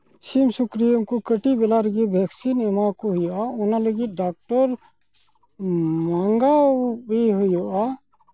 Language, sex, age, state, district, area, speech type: Santali, male, 45-60, West Bengal, Malda, rural, spontaneous